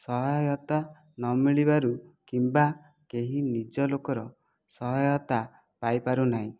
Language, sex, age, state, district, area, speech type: Odia, male, 18-30, Odisha, Jajpur, rural, spontaneous